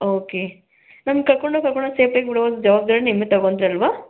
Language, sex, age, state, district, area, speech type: Kannada, female, 18-30, Karnataka, Bangalore Rural, rural, conversation